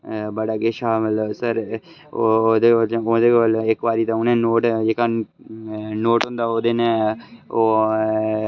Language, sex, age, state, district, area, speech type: Dogri, male, 18-30, Jammu and Kashmir, Udhampur, rural, spontaneous